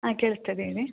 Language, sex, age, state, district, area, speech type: Kannada, female, 30-45, Karnataka, Hassan, rural, conversation